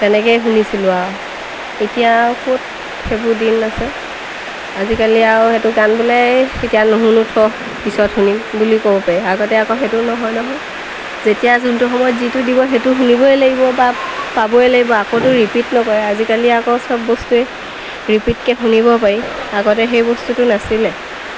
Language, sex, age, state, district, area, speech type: Assamese, female, 30-45, Assam, Lakhimpur, rural, spontaneous